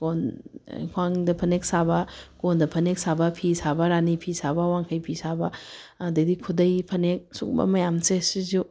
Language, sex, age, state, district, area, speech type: Manipuri, female, 30-45, Manipur, Bishnupur, rural, spontaneous